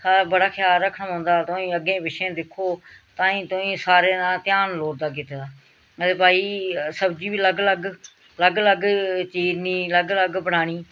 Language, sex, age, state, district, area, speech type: Dogri, female, 45-60, Jammu and Kashmir, Reasi, rural, spontaneous